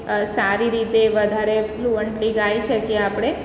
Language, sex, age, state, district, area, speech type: Gujarati, female, 45-60, Gujarat, Surat, urban, spontaneous